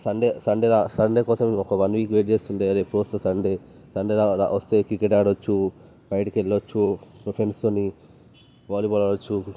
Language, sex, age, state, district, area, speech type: Telugu, male, 18-30, Telangana, Vikarabad, urban, spontaneous